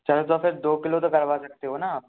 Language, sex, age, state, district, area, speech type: Hindi, male, 18-30, Madhya Pradesh, Gwalior, urban, conversation